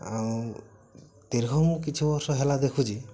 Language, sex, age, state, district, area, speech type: Odia, male, 18-30, Odisha, Mayurbhanj, rural, spontaneous